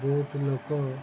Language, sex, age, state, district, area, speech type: Odia, male, 30-45, Odisha, Sundergarh, urban, spontaneous